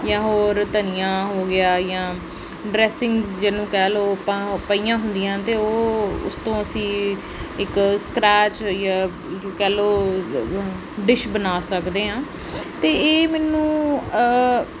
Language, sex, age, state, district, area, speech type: Punjabi, female, 18-30, Punjab, Pathankot, rural, spontaneous